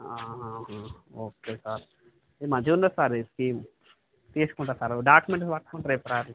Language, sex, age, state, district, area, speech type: Telugu, male, 30-45, Andhra Pradesh, Visakhapatnam, rural, conversation